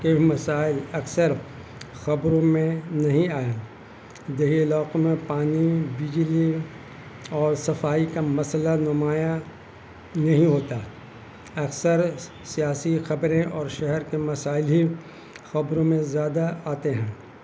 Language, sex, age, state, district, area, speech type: Urdu, male, 60+, Bihar, Gaya, rural, spontaneous